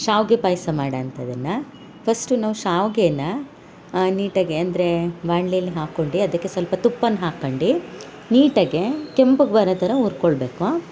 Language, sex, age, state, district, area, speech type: Kannada, female, 45-60, Karnataka, Hassan, urban, spontaneous